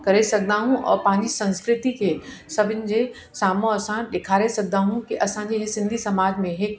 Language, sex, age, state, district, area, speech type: Sindhi, female, 45-60, Uttar Pradesh, Lucknow, urban, spontaneous